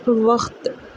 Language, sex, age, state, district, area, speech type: Urdu, female, 18-30, Telangana, Hyderabad, urban, read